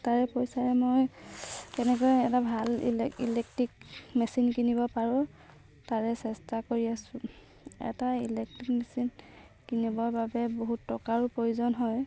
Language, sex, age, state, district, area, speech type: Assamese, female, 18-30, Assam, Sivasagar, rural, spontaneous